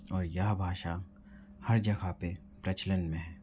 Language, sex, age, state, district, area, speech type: Hindi, male, 45-60, Madhya Pradesh, Bhopal, urban, spontaneous